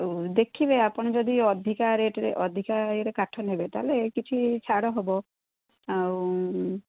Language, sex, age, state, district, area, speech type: Odia, female, 60+, Odisha, Gajapati, rural, conversation